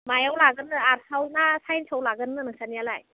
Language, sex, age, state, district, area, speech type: Bodo, female, 30-45, Assam, Udalguri, urban, conversation